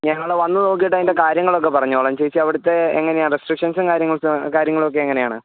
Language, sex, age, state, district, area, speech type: Malayalam, male, 18-30, Kerala, Pathanamthitta, rural, conversation